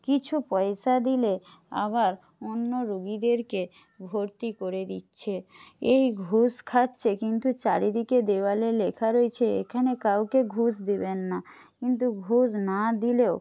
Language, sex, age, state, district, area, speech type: Bengali, female, 60+, West Bengal, Jhargram, rural, spontaneous